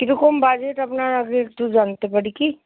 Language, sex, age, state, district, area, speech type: Bengali, female, 60+, West Bengal, Paschim Bardhaman, urban, conversation